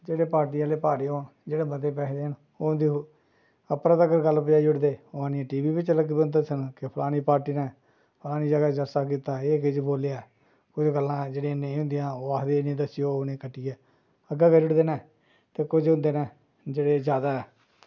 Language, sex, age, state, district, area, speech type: Dogri, male, 45-60, Jammu and Kashmir, Jammu, rural, spontaneous